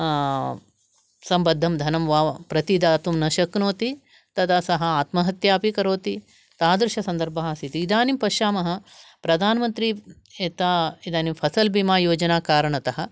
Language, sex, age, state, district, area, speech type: Sanskrit, female, 60+, Karnataka, Uttara Kannada, urban, spontaneous